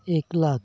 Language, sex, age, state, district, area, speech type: Santali, male, 18-30, Jharkhand, Pakur, rural, spontaneous